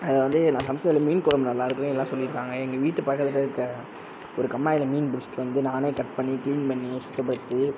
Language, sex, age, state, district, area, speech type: Tamil, male, 30-45, Tamil Nadu, Sivaganga, rural, spontaneous